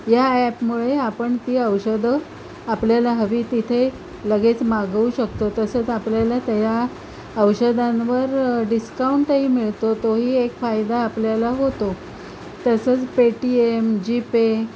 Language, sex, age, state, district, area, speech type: Marathi, female, 60+, Maharashtra, Palghar, urban, spontaneous